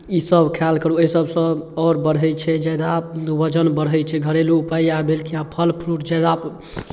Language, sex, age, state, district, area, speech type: Maithili, male, 18-30, Bihar, Darbhanga, rural, spontaneous